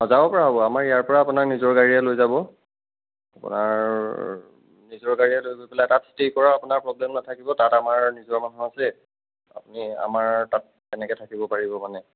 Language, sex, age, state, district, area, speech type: Assamese, male, 45-60, Assam, Nagaon, rural, conversation